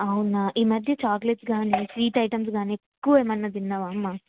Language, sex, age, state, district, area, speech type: Telugu, female, 18-30, Telangana, Karimnagar, urban, conversation